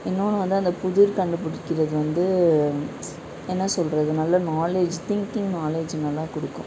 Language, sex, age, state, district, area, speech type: Tamil, female, 18-30, Tamil Nadu, Madurai, rural, spontaneous